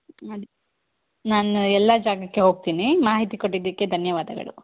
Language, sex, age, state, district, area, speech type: Kannada, female, 18-30, Karnataka, Shimoga, rural, conversation